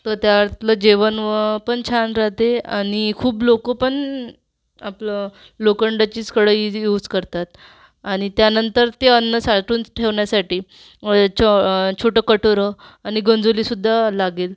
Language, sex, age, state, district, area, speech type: Marathi, female, 45-60, Maharashtra, Amravati, urban, spontaneous